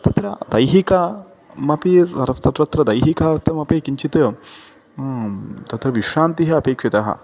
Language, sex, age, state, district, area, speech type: Sanskrit, male, 30-45, Telangana, Hyderabad, urban, spontaneous